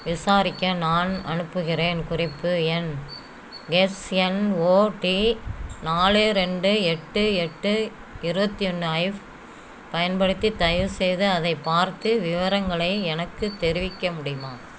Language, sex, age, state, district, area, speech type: Tamil, female, 60+, Tamil Nadu, Namakkal, rural, read